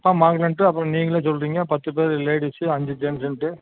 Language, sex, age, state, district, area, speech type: Tamil, male, 60+, Tamil Nadu, Nilgiris, rural, conversation